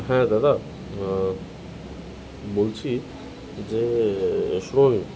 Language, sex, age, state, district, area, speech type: Bengali, male, 30-45, West Bengal, Kolkata, urban, spontaneous